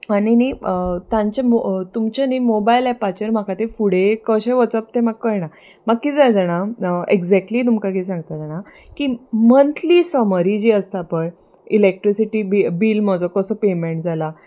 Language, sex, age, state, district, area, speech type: Goan Konkani, female, 30-45, Goa, Salcete, urban, spontaneous